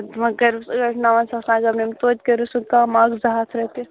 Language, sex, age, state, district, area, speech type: Kashmiri, female, 45-60, Jammu and Kashmir, Ganderbal, rural, conversation